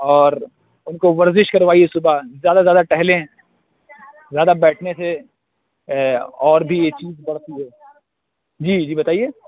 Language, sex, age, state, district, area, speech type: Urdu, male, 18-30, Delhi, South Delhi, urban, conversation